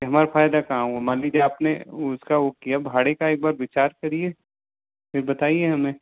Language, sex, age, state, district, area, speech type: Hindi, male, 45-60, Madhya Pradesh, Bhopal, urban, conversation